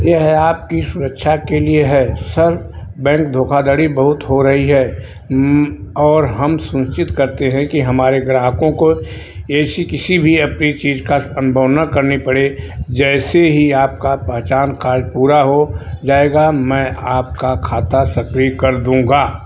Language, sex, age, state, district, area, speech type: Hindi, male, 60+, Uttar Pradesh, Azamgarh, rural, read